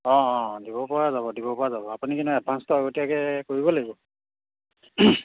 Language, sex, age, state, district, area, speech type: Assamese, male, 45-60, Assam, Majuli, urban, conversation